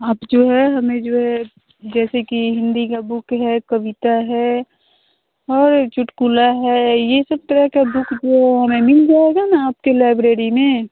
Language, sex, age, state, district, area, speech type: Hindi, female, 18-30, Bihar, Muzaffarpur, rural, conversation